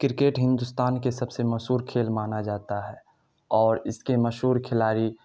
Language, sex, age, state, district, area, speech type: Urdu, male, 30-45, Bihar, Supaul, urban, spontaneous